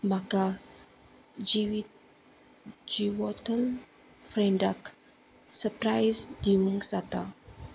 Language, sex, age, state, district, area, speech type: Goan Konkani, female, 30-45, Goa, Salcete, rural, spontaneous